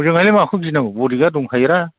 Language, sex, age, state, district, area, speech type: Bodo, male, 60+, Assam, Chirang, rural, conversation